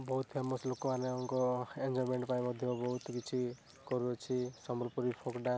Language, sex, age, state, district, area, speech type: Odia, male, 18-30, Odisha, Rayagada, rural, spontaneous